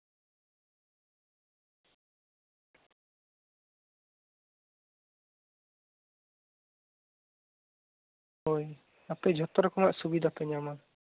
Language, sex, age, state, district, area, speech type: Santali, female, 18-30, West Bengal, Jhargram, rural, conversation